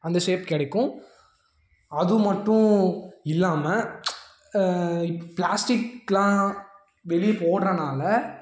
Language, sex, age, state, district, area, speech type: Tamil, male, 18-30, Tamil Nadu, Coimbatore, rural, spontaneous